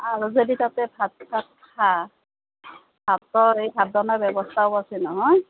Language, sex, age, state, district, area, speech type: Assamese, female, 45-60, Assam, Darrang, rural, conversation